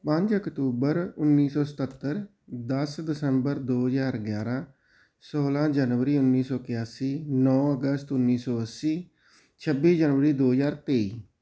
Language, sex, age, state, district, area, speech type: Punjabi, male, 45-60, Punjab, Tarn Taran, urban, spontaneous